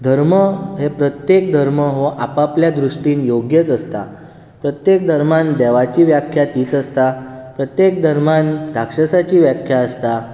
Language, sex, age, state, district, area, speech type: Goan Konkani, male, 18-30, Goa, Bardez, urban, spontaneous